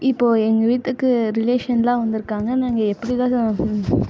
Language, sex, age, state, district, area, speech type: Tamil, female, 18-30, Tamil Nadu, Namakkal, rural, spontaneous